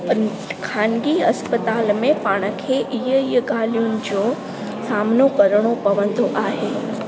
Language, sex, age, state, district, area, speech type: Sindhi, female, 18-30, Gujarat, Junagadh, rural, spontaneous